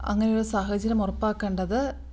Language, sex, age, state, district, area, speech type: Malayalam, female, 30-45, Kerala, Idukki, rural, spontaneous